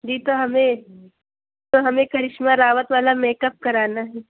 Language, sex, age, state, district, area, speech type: Urdu, female, 30-45, Uttar Pradesh, Lucknow, rural, conversation